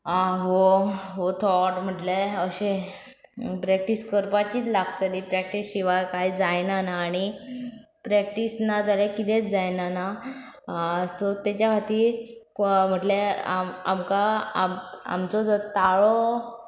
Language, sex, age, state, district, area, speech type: Goan Konkani, female, 18-30, Goa, Pernem, rural, spontaneous